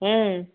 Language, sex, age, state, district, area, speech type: Tamil, female, 45-60, Tamil Nadu, Nagapattinam, urban, conversation